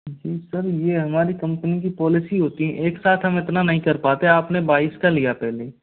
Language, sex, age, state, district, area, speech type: Hindi, male, 45-60, Rajasthan, Jaipur, urban, conversation